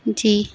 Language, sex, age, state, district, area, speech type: Hindi, female, 18-30, Madhya Pradesh, Narsinghpur, urban, spontaneous